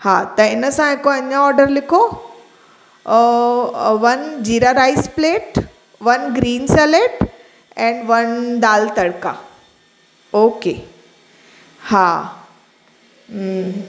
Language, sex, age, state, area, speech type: Sindhi, female, 30-45, Chhattisgarh, urban, spontaneous